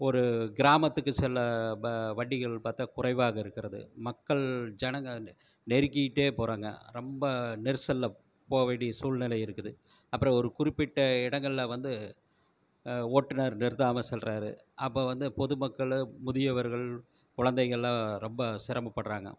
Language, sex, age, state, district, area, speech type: Tamil, male, 45-60, Tamil Nadu, Erode, rural, spontaneous